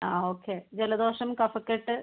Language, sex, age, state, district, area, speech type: Malayalam, female, 18-30, Kerala, Wayanad, rural, conversation